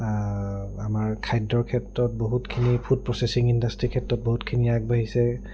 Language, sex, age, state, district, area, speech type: Assamese, male, 30-45, Assam, Goalpara, urban, spontaneous